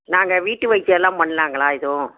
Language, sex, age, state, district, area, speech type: Tamil, female, 60+, Tamil Nadu, Tiruchirappalli, rural, conversation